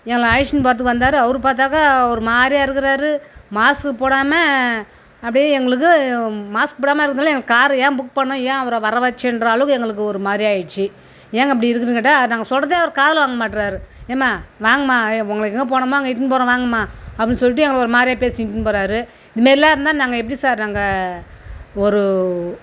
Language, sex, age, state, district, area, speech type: Tamil, female, 60+, Tamil Nadu, Tiruvannamalai, rural, spontaneous